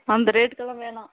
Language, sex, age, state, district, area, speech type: Tamil, female, 30-45, Tamil Nadu, Tirupattur, rural, conversation